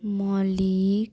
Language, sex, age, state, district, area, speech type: Odia, female, 18-30, Odisha, Nuapada, urban, spontaneous